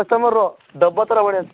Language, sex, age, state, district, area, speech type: Kannada, male, 18-30, Karnataka, Shimoga, rural, conversation